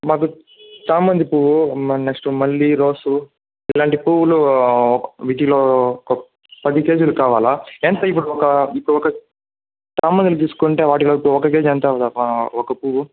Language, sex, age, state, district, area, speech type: Telugu, male, 45-60, Andhra Pradesh, Chittoor, urban, conversation